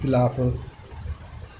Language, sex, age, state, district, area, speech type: Sindhi, male, 60+, Maharashtra, Thane, urban, read